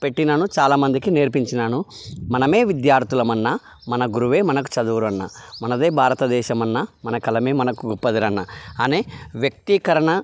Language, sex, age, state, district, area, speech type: Telugu, male, 30-45, Telangana, Karimnagar, rural, spontaneous